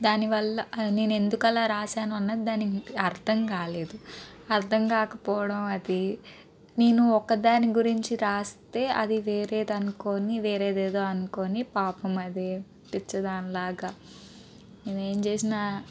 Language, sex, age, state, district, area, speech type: Telugu, female, 18-30, Andhra Pradesh, Palnadu, urban, spontaneous